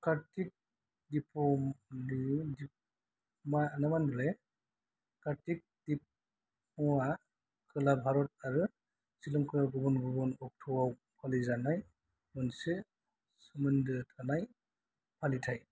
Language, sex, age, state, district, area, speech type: Bodo, male, 45-60, Assam, Kokrajhar, rural, read